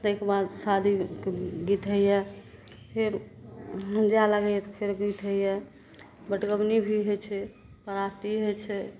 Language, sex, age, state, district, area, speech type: Maithili, female, 45-60, Bihar, Madhepura, rural, spontaneous